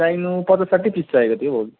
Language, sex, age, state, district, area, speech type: Nepali, male, 30-45, West Bengal, Kalimpong, rural, conversation